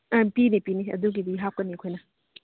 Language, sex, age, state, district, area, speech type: Manipuri, female, 30-45, Manipur, Imphal East, rural, conversation